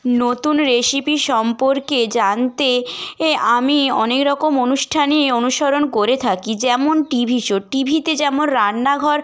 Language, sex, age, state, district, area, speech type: Bengali, female, 18-30, West Bengal, North 24 Parganas, rural, spontaneous